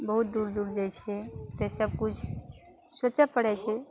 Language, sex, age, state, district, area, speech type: Maithili, female, 30-45, Bihar, Araria, rural, spontaneous